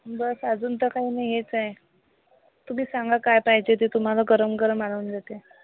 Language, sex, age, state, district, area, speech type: Marathi, female, 30-45, Maharashtra, Amravati, rural, conversation